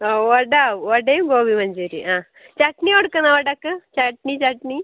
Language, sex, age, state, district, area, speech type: Malayalam, female, 30-45, Kerala, Kasaragod, rural, conversation